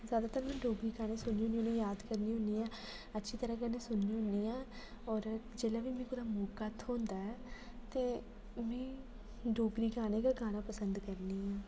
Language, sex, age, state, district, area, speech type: Dogri, female, 18-30, Jammu and Kashmir, Jammu, rural, spontaneous